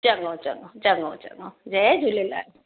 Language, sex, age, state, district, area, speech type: Sindhi, female, 45-60, Gujarat, Surat, urban, conversation